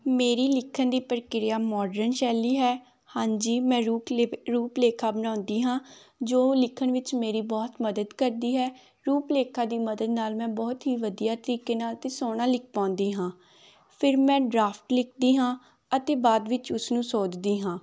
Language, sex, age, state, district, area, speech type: Punjabi, female, 18-30, Punjab, Gurdaspur, rural, spontaneous